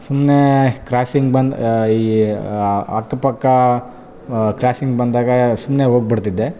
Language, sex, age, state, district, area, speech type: Kannada, male, 30-45, Karnataka, Bellary, urban, spontaneous